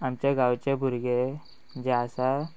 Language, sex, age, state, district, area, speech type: Goan Konkani, male, 18-30, Goa, Quepem, rural, spontaneous